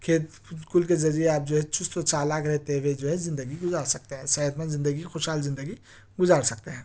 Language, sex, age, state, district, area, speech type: Urdu, male, 30-45, Telangana, Hyderabad, urban, spontaneous